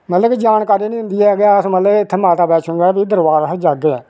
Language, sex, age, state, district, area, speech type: Dogri, male, 60+, Jammu and Kashmir, Reasi, rural, spontaneous